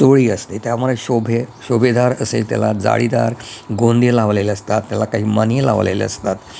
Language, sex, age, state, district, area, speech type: Marathi, male, 60+, Maharashtra, Yavatmal, urban, spontaneous